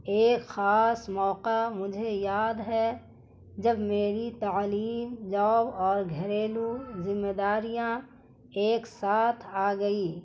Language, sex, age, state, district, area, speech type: Urdu, female, 30-45, Bihar, Gaya, urban, spontaneous